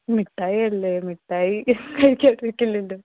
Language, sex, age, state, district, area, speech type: Malayalam, female, 18-30, Kerala, Wayanad, rural, conversation